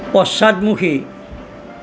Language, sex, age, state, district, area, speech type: Assamese, male, 45-60, Assam, Nalbari, rural, read